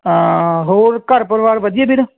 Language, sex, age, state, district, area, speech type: Punjabi, male, 18-30, Punjab, Fatehgarh Sahib, rural, conversation